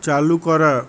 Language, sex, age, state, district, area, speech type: Bengali, male, 60+, West Bengal, Purulia, rural, read